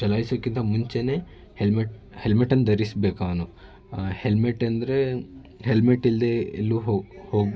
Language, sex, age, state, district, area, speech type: Kannada, male, 18-30, Karnataka, Shimoga, rural, spontaneous